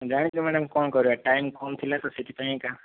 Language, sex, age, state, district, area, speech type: Odia, male, 60+, Odisha, Kandhamal, rural, conversation